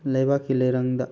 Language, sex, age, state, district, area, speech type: Manipuri, male, 45-60, Manipur, Bishnupur, rural, spontaneous